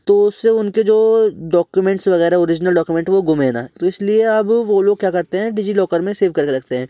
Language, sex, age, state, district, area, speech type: Hindi, male, 18-30, Madhya Pradesh, Jabalpur, urban, spontaneous